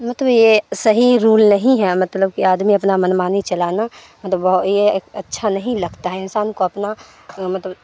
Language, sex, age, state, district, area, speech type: Urdu, female, 18-30, Bihar, Supaul, rural, spontaneous